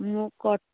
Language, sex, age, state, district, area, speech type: Odia, female, 30-45, Odisha, Nayagarh, rural, conversation